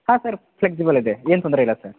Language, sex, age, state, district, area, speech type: Kannada, male, 45-60, Karnataka, Belgaum, rural, conversation